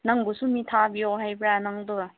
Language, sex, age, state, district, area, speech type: Manipuri, female, 30-45, Manipur, Senapati, urban, conversation